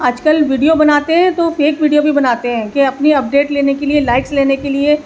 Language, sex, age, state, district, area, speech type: Urdu, female, 30-45, Delhi, East Delhi, rural, spontaneous